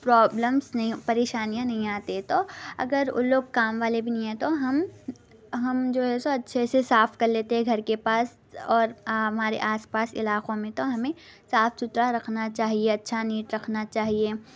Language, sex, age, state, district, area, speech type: Urdu, female, 18-30, Telangana, Hyderabad, urban, spontaneous